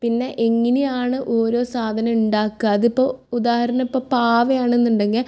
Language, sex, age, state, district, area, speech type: Malayalam, female, 18-30, Kerala, Thrissur, urban, spontaneous